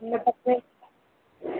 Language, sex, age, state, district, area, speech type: Odia, female, 60+, Odisha, Gajapati, rural, conversation